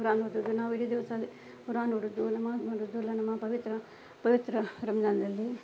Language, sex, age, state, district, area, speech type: Kannada, female, 60+, Karnataka, Udupi, rural, spontaneous